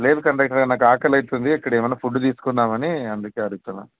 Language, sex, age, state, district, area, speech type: Telugu, male, 18-30, Andhra Pradesh, Anantapur, urban, conversation